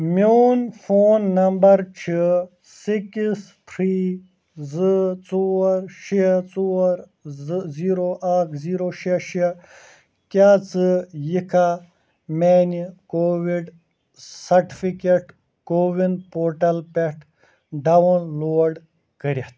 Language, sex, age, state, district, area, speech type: Kashmiri, male, 45-60, Jammu and Kashmir, Ganderbal, rural, read